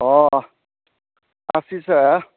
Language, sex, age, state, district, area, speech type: Manipuri, male, 30-45, Manipur, Ukhrul, rural, conversation